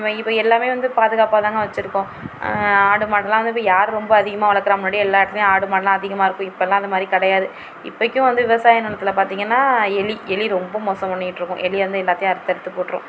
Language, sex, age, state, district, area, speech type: Tamil, female, 18-30, Tamil Nadu, Mayiladuthurai, rural, spontaneous